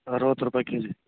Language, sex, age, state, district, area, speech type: Kannada, male, 45-60, Karnataka, Bagalkot, rural, conversation